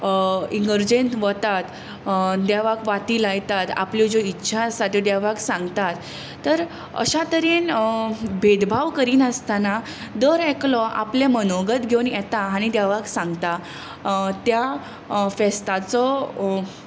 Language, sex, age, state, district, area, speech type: Goan Konkani, female, 18-30, Goa, Tiswadi, rural, spontaneous